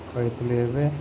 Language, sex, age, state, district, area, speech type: Odia, male, 30-45, Odisha, Nuapada, urban, spontaneous